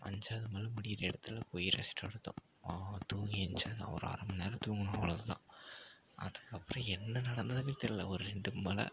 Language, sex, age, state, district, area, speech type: Tamil, male, 45-60, Tamil Nadu, Ariyalur, rural, spontaneous